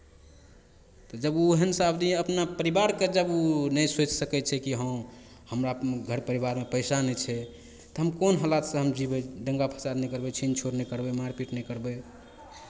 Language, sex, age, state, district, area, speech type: Maithili, male, 45-60, Bihar, Madhepura, rural, spontaneous